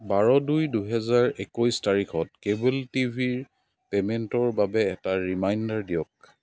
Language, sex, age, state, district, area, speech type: Assamese, male, 45-60, Assam, Dibrugarh, rural, read